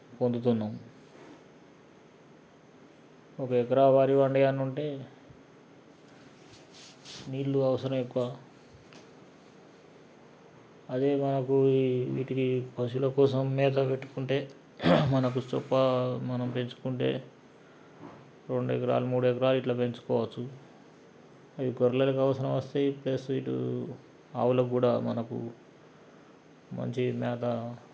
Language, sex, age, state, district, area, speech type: Telugu, male, 45-60, Telangana, Nalgonda, rural, spontaneous